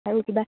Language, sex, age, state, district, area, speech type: Assamese, female, 45-60, Assam, Dhemaji, rural, conversation